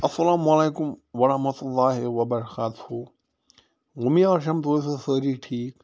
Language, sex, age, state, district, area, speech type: Kashmiri, male, 45-60, Jammu and Kashmir, Bandipora, rural, spontaneous